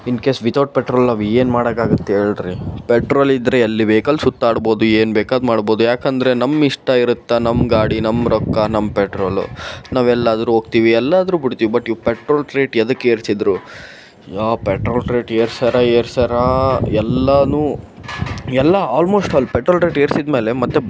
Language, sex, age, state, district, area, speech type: Kannada, male, 18-30, Karnataka, Koppal, rural, spontaneous